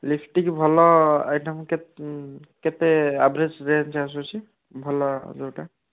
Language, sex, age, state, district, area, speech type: Odia, male, 18-30, Odisha, Kendrapara, urban, conversation